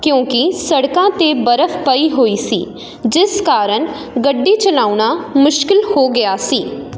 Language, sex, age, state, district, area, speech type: Punjabi, female, 18-30, Punjab, Jalandhar, urban, read